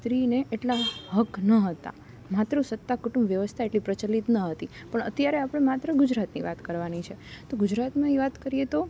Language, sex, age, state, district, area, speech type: Gujarati, female, 18-30, Gujarat, Rajkot, urban, spontaneous